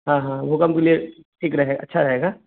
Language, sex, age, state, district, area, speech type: Hindi, male, 18-30, Bihar, Vaishali, rural, conversation